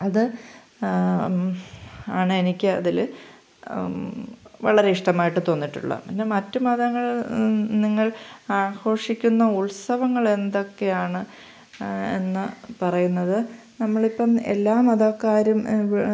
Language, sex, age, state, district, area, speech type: Malayalam, female, 45-60, Kerala, Pathanamthitta, rural, spontaneous